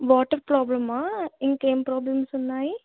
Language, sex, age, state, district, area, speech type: Telugu, female, 18-30, Telangana, Medak, urban, conversation